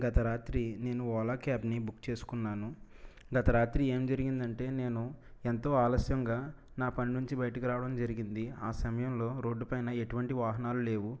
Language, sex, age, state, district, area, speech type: Telugu, male, 30-45, Andhra Pradesh, East Godavari, rural, spontaneous